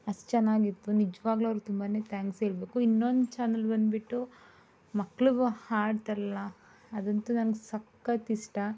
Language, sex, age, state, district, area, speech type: Kannada, female, 18-30, Karnataka, Mandya, rural, spontaneous